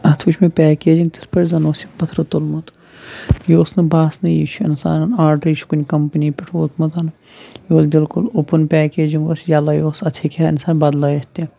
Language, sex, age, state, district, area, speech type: Kashmiri, male, 30-45, Jammu and Kashmir, Shopian, urban, spontaneous